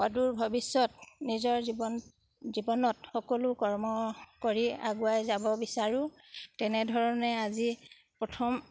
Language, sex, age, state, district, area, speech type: Assamese, female, 30-45, Assam, Sivasagar, rural, spontaneous